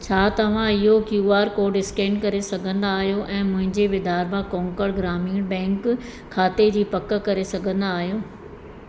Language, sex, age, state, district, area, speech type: Sindhi, female, 45-60, Madhya Pradesh, Katni, urban, read